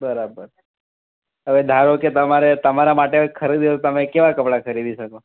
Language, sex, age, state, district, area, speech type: Gujarati, male, 30-45, Gujarat, Valsad, urban, conversation